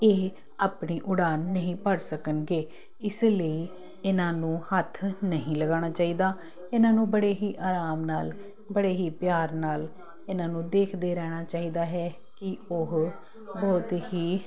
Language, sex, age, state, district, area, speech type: Punjabi, female, 45-60, Punjab, Kapurthala, urban, spontaneous